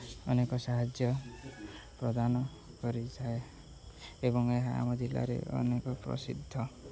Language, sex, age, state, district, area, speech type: Odia, male, 18-30, Odisha, Jagatsinghpur, rural, spontaneous